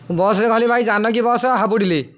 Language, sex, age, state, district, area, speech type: Odia, male, 45-60, Odisha, Jagatsinghpur, urban, spontaneous